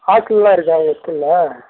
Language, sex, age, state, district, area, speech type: Tamil, male, 60+, Tamil Nadu, Dharmapuri, rural, conversation